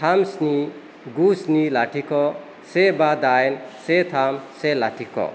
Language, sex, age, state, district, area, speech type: Bodo, male, 30-45, Assam, Kokrajhar, urban, read